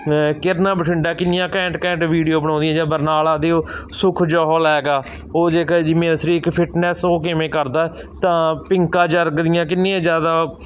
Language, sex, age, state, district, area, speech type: Punjabi, male, 45-60, Punjab, Barnala, rural, spontaneous